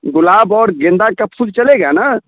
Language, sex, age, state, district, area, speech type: Hindi, male, 45-60, Bihar, Muzaffarpur, rural, conversation